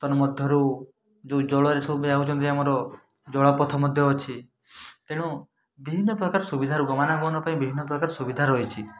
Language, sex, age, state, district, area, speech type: Odia, male, 30-45, Odisha, Mayurbhanj, rural, spontaneous